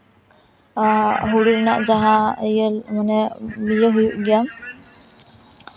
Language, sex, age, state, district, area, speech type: Santali, female, 18-30, West Bengal, Purba Bardhaman, rural, spontaneous